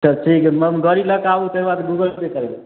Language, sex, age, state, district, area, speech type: Maithili, male, 18-30, Bihar, Samastipur, urban, conversation